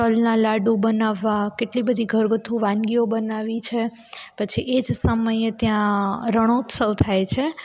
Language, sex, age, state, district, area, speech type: Gujarati, female, 18-30, Gujarat, Rajkot, rural, spontaneous